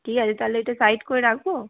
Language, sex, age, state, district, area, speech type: Bengali, female, 18-30, West Bengal, Howrah, urban, conversation